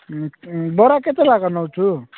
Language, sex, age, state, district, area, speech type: Odia, male, 45-60, Odisha, Nabarangpur, rural, conversation